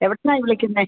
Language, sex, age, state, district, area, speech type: Malayalam, female, 60+, Kerala, Kollam, rural, conversation